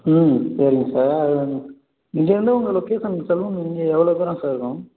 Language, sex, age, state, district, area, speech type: Tamil, male, 18-30, Tamil Nadu, Sivaganga, rural, conversation